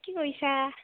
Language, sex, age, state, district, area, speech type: Assamese, female, 30-45, Assam, Tinsukia, rural, conversation